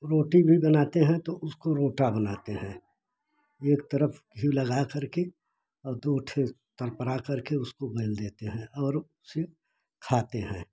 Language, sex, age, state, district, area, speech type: Hindi, male, 60+, Uttar Pradesh, Prayagraj, rural, spontaneous